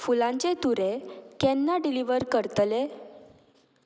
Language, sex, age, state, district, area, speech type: Goan Konkani, female, 18-30, Goa, Murmgao, urban, read